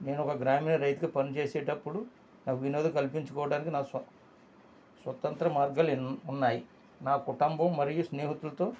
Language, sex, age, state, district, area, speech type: Telugu, male, 60+, Andhra Pradesh, East Godavari, rural, spontaneous